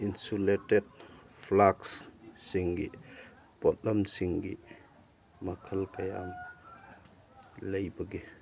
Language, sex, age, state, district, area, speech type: Manipuri, male, 45-60, Manipur, Churachandpur, rural, read